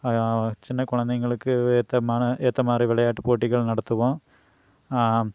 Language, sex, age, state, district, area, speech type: Tamil, male, 30-45, Tamil Nadu, Coimbatore, rural, spontaneous